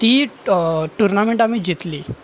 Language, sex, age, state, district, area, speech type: Marathi, male, 18-30, Maharashtra, Thane, urban, spontaneous